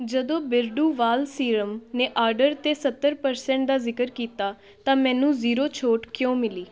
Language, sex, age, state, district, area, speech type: Punjabi, female, 18-30, Punjab, Shaheed Bhagat Singh Nagar, urban, read